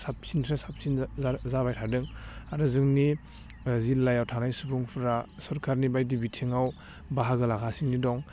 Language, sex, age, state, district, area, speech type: Bodo, male, 18-30, Assam, Udalguri, urban, spontaneous